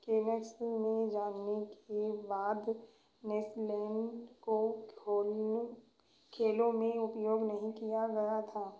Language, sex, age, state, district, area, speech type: Hindi, female, 45-60, Uttar Pradesh, Ayodhya, rural, read